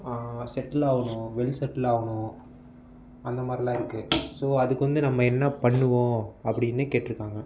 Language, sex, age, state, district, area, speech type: Tamil, male, 18-30, Tamil Nadu, Tiruvarur, urban, spontaneous